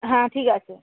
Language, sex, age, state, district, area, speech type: Bengali, female, 45-60, West Bengal, Nadia, rural, conversation